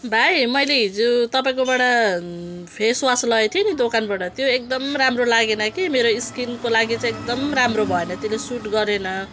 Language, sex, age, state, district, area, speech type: Nepali, female, 45-60, West Bengal, Jalpaiguri, urban, spontaneous